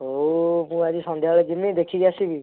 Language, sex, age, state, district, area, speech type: Odia, male, 18-30, Odisha, Kendujhar, urban, conversation